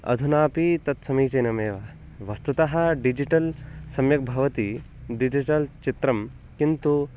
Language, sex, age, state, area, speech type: Sanskrit, male, 18-30, Uttarakhand, urban, spontaneous